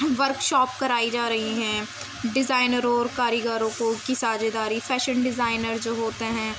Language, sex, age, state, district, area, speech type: Urdu, female, 18-30, Uttar Pradesh, Muzaffarnagar, rural, spontaneous